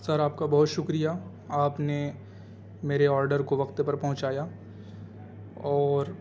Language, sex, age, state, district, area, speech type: Urdu, male, 18-30, Delhi, South Delhi, urban, spontaneous